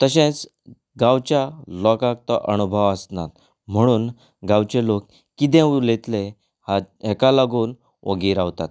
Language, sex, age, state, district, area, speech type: Goan Konkani, male, 30-45, Goa, Canacona, rural, spontaneous